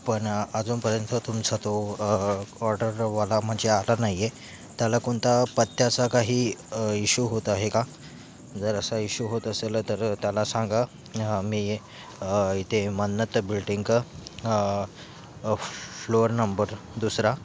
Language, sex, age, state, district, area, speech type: Marathi, male, 18-30, Maharashtra, Thane, urban, spontaneous